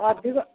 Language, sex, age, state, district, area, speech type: Odia, female, 45-60, Odisha, Angul, rural, conversation